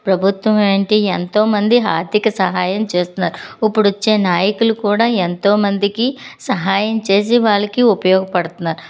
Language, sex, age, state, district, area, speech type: Telugu, female, 45-60, Andhra Pradesh, Anakapalli, rural, spontaneous